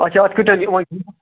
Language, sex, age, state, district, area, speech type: Kashmiri, male, 45-60, Jammu and Kashmir, Srinagar, urban, conversation